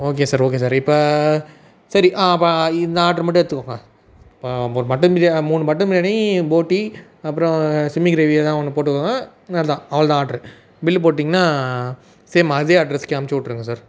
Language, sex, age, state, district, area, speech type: Tamil, male, 18-30, Tamil Nadu, Tiruvannamalai, urban, spontaneous